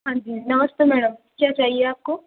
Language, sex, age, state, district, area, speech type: Hindi, female, 18-30, Rajasthan, Jaipur, urban, conversation